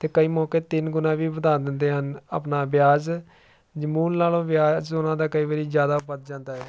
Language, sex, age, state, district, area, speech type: Punjabi, male, 30-45, Punjab, Jalandhar, urban, spontaneous